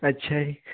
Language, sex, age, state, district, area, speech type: Punjabi, male, 18-30, Punjab, Hoshiarpur, rural, conversation